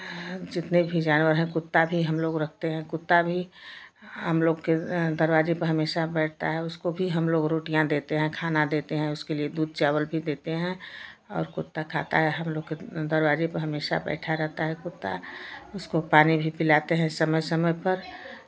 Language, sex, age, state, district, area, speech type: Hindi, female, 60+, Uttar Pradesh, Chandauli, urban, spontaneous